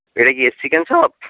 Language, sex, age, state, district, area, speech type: Bengali, male, 60+, West Bengal, Jhargram, rural, conversation